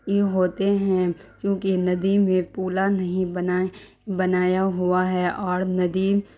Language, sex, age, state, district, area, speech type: Urdu, female, 30-45, Bihar, Darbhanga, rural, spontaneous